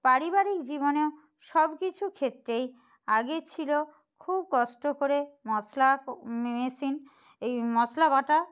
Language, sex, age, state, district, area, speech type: Bengali, female, 60+, West Bengal, Purba Medinipur, rural, spontaneous